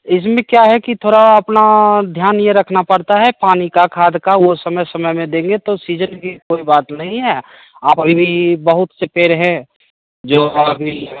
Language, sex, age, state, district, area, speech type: Hindi, male, 45-60, Bihar, Begusarai, urban, conversation